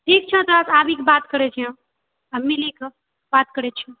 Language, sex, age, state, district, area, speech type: Maithili, female, 18-30, Bihar, Purnia, rural, conversation